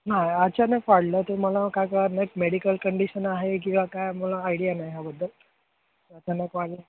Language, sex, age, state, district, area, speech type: Marathi, male, 18-30, Maharashtra, Ratnagiri, urban, conversation